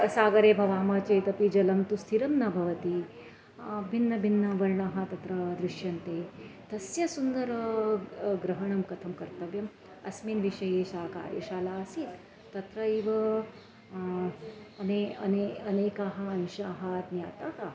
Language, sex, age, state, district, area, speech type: Sanskrit, female, 45-60, Maharashtra, Nashik, rural, spontaneous